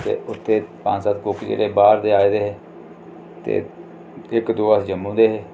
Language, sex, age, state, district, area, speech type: Dogri, male, 45-60, Jammu and Kashmir, Reasi, rural, spontaneous